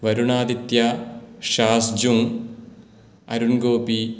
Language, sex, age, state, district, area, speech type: Sanskrit, male, 18-30, Kerala, Ernakulam, urban, spontaneous